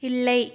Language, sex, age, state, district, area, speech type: Tamil, female, 18-30, Tamil Nadu, Nilgiris, urban, read